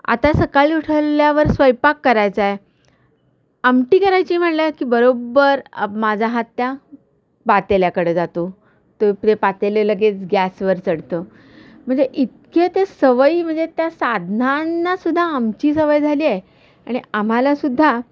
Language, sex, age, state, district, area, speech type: Marathi, female, 45-60, Maharashtra, Kolhapur, urban, spontaneous